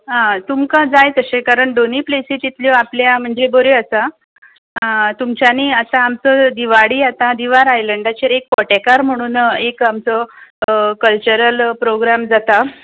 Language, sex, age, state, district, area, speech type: Goan Konkani, female, 30-45, Goa, Tiswadi, rural, conversation